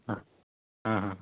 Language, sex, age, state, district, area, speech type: Kannada, male, 30-45, Karnataka, Chitradurga, rural, conversation